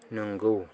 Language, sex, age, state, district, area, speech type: Bodo, male, 45-60, Assam, Kokrajhar, urban, read